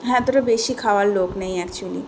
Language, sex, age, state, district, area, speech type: Bengali, female, 18-30, West Bengal, South 24 Parganas, urban, spontaneous